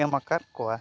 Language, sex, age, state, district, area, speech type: Santali, male, 45-60, Odisha, Mayurbhanj, rural, spontaneous